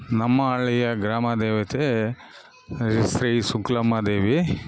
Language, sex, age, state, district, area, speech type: Kannada, male, 45-60, Karnataka, Bellary, rural, spontaneous